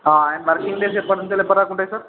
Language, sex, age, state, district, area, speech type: Telugu, male, 30-45, Andhra Pradesh, Srikakulam, urban, conversation